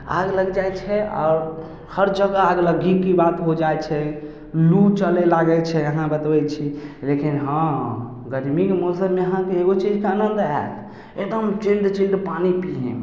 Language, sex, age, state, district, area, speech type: Maithili, male, 18-30, Bihar, Samastipur, rural, spontaneous